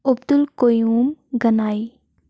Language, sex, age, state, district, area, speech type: Kashmiri, female, 30-45, Jammu and Kashmir, Kulgam, rural, spontaneous